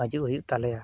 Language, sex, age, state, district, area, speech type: Santali, male, 30-45, West Bengal, Uttar Dinajpur, rural, spontaneous